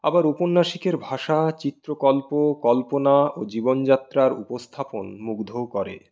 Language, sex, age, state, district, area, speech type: Bengali, male, 18-30, West Bengal, Purulia, urban, spontaneous